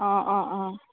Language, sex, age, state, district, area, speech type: Assamese, female, 18-30, Assam, Golaghat, urban, conversation